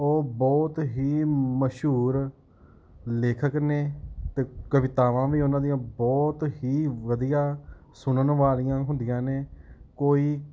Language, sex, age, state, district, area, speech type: Punjabi, male, 30-45, Punjab, Gurdaspur, rural, spontaneous